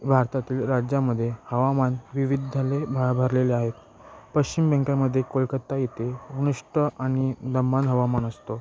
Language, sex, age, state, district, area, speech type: Marathi, male, 18-30, Maharashtra, Ratnagiri, rural, spontaneous